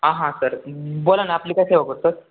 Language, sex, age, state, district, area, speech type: Marathi, male, 18-30, Maharashtra, Satara, urban, conversation